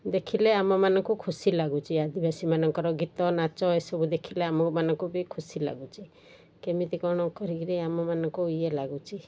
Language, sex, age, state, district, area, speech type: Odia, female, 45-60, Odisha, Sundergarh, rural, spontaneous